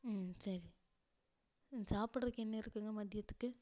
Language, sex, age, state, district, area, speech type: Tamil, female, 18-30, Tamil Nadu, Tiruppur, rural, spontaneous